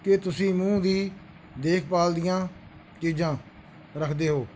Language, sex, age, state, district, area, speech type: Punjabi, male, 60+, Punjab, Bathinda, urban, read